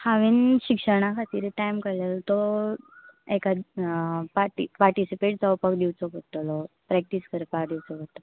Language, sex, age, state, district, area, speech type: Goan Konkani, female, 18-30, Goa, Ponda, rural, conversation